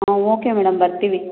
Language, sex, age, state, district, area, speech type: Kannada, female, 18-30, Karnataka, Kolar, rural, conversation